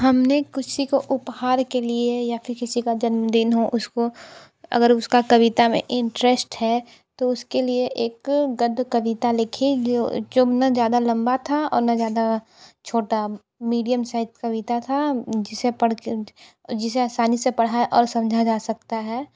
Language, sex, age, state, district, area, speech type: Hindi, female, 45-60, Uttar Pradesh, Sonbhadra, rural, spontaneous